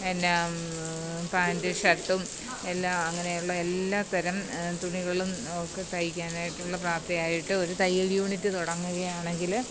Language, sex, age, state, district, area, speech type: Malayalam, female, 30-45, Kerala, Kottayam, rural, spontaneous